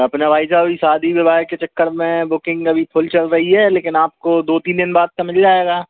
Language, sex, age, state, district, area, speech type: Hindi, male, 45-60, Madhya Pradesh, Hoshangabad, rural, conversation